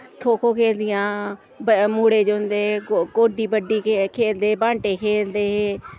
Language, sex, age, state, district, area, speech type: Dogri, female, 45-60, Jammu and Kashmir, Samba, rural, spontaneous